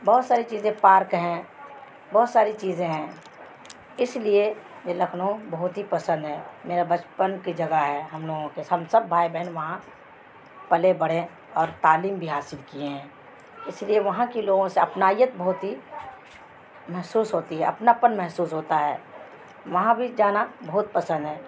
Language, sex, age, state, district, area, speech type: Urdu, female, 45-60, Bihar, Araria, rural, spontaneous